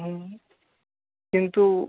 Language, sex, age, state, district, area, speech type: Bengali, male, 30-45, West Bengal, Paschim Medinipur, rural, conversation